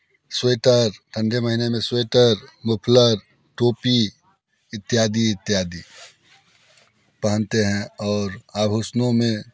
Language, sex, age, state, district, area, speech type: Hindi, male, 30-45, Bihar, Muzaffarpur, rural, spontaneous